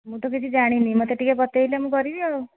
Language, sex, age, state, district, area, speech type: Odia, female, 30-45, Odisha, Dhenkanal, rural, conversation